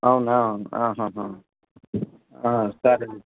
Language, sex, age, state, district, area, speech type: Telugu, male, 60+, Telangana, Hyderabad, rural, conversation